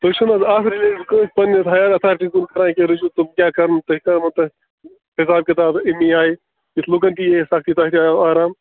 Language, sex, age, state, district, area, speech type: Kashmiri, male, 30-45, Jammu and Kashmir, Bandipora, rural, conversation